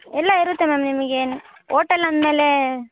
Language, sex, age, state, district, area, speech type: Kannada, female, 18-30, Karnataka, Bellary, rural, conversation